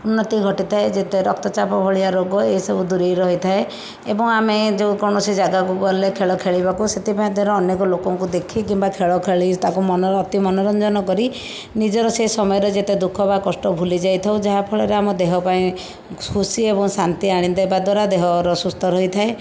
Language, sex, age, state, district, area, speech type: Odia, female, 45-60, Odisha, Jajpur, rural, spontaneous